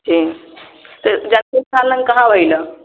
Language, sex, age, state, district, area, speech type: Maithili, male, 18-30, Bihar, Sitamarhi, rural, conversation